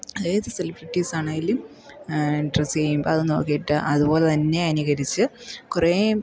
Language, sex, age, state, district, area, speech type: Malayalam, female, 30-45, Kerala, Idukki, rural, spontaneous